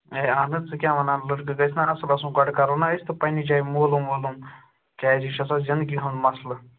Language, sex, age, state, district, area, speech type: Kashmiri, male, 18-30, Jammu and Kashmir, Ganderbal, rural, conversation